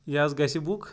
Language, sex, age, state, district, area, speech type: Kashmiri, male, 30-45, Jammu and Kashmir, Pulwama, rural, spontaneous